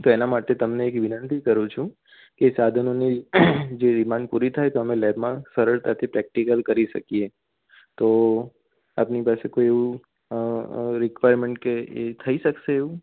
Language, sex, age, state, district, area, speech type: Gujarati, male, 30-45, Gujarat, Anand, urban, conversation